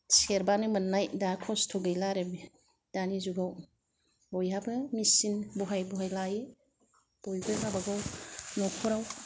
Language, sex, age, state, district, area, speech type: Bodo, female, 45-60, Assam, Kokrajhar, rural, spontaneous